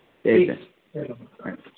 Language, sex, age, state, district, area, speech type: Tamil, male, 18-30, Tamil Nadu, Perambalur, urban, conversation